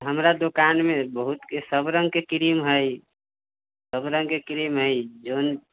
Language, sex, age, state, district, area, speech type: Maithili, male, 45-60, Bihar, Sitamarhi, rural, conversation